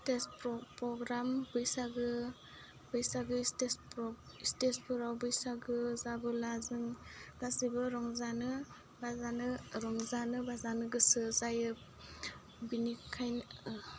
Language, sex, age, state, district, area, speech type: Bodo, female, 18-30, Assam, Udalguri, rural, spontaneous